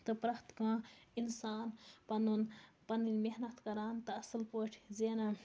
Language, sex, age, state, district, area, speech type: Kashmiri, female, 60+, Jammu and Kashmir, Baramulla, rural, spontaneous